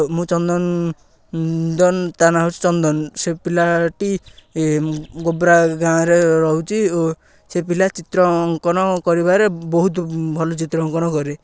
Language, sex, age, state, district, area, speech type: Odia, male, 18-30, Odisha, Ganjam, rural, spontaneous